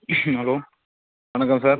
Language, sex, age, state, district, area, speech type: Tamil, male, 18-30, Tamil Nadu, Kallakurichi, rural, conversation